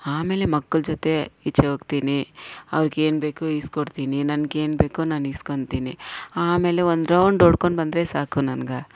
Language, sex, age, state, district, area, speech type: Kannada, female, 45-60, Karnataka, Bangalore Rural, rural, spontaneous